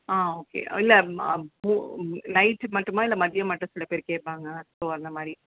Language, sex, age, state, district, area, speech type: Tamil, female, 45-60, Tamil Nadu, Chennai, urban, conversation